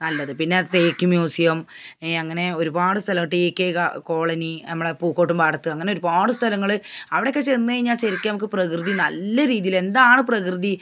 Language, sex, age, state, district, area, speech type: Malayalam, female, 45-60, Kerala, Malappuram, rural, spontaneous